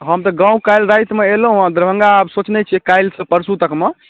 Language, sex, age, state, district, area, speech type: Maithili, male, 18-30, Bihar, Darbhanga, rural, conversation